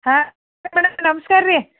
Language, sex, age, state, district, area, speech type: Kannada, female, 60+, Karnataka, Belgaum, rural, conversation